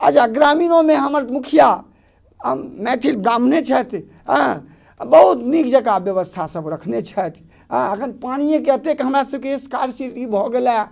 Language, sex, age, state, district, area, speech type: Maithili, male, 60+, Bihar, Muzaffarpur, rural, spontaneous